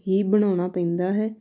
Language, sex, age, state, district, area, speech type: Punjabi, female, 18-30, Punjab, Tarn Taran, rural, spontaneous